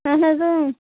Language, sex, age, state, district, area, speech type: Kashmiri, female, 30-45, Jammu and Kashmir, Budgam, rural, conversation